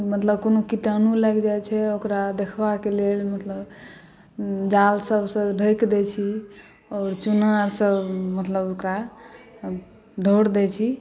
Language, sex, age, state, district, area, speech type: Maithili, female, 45-60, Bihar, Saharsa, rural, spontaneous